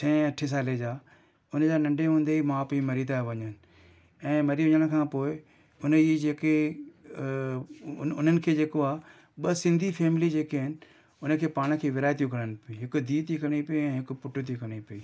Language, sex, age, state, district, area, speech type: Sindhi, male, 60+, Maharashtra, Mumbai City, urban, spontaneous